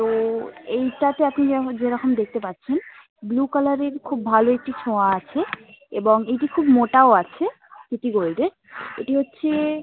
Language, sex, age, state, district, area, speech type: Bengali, female, 45-60, West Bengal, Howrah, urban, conversation